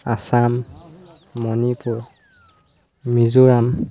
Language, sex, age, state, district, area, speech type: Assamese, male, 18-30, Assam, Sivasagar, rural, spontaneous